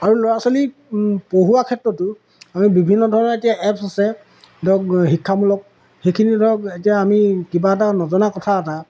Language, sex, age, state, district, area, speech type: Assamese, male, 45-60, Assam, Golaghat, urban, spontaneous